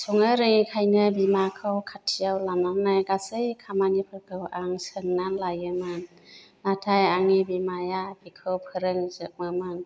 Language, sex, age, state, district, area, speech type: Bodo, female, 60+, Assam, Chirang, rural, spontaneous